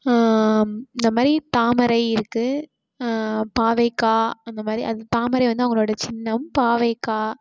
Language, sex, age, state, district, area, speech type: Tamil, female, 18-30, Tamil Nadu, Tiruchirappalli, rural, spontaneous